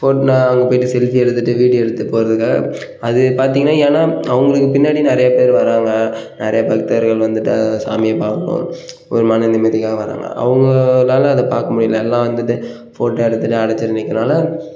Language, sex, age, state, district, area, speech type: Tamil, male, 18-30, Tamil Nadu, Perambalur, rural, spontaneous